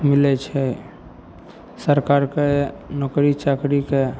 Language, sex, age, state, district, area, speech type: Maithili, male, 18-30, Bihar, Madhepura, rural, spontaneous